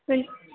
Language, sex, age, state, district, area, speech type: Maithili, female, 30-45, Bihar, Purnia, rural, conversation